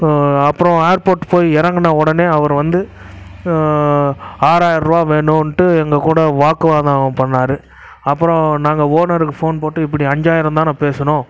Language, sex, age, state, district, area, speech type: Tamil, male, 18-30, Tamil Nadu, Krishnagiri, rural, spontaneous